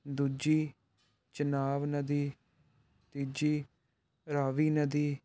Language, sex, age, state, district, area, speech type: Punjabi, male, 18-30, Punjab, Pathankot, urban, spontaneous